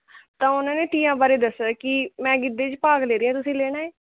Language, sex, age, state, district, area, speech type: Punjabi, female, 18-30, Punjab, Mohali, rural, conversation